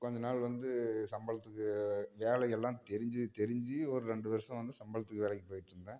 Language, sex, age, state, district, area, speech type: Tamil, male, 30-45, Tamil Nadu, Namakkal, rural, spontaneous